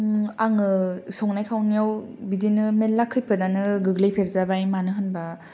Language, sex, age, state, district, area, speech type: Bodo, female, 18-30, Assam, Kokrajhar, rural, spontaneous